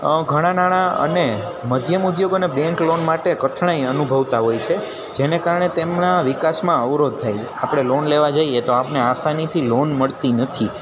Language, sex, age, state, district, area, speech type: Gujarati, male, 18-30, Gujarat, Junagadh, urban, spontaneous